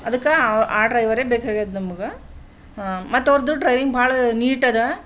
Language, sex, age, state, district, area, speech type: Kannada, female, 45-60, Karnataka, Bidar, urban, spontaneous